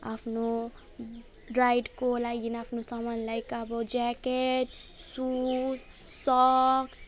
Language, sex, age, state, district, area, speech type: Nepali, female, 30-45, West Bengal, Alipurduar, urban, spontaneous